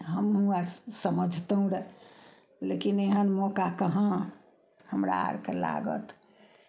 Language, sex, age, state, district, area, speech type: Maithili, female, 60+, Bihar, Samastipur, rural, spontaneous